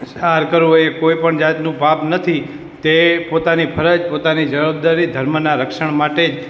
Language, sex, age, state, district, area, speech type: Gujarati, male, 18-30, Gujarat, Morbi, urban, spontaneous